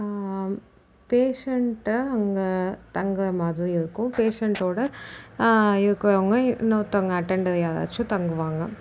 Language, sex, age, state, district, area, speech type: Tamil, female, 18-30, Tamil Nadu, Tiruvarur, rural, spontaneous